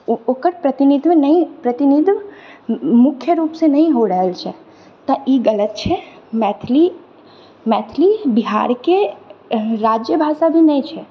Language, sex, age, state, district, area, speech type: Maithili, female, 30-45, Bihar, Purnia, urban, spontaneous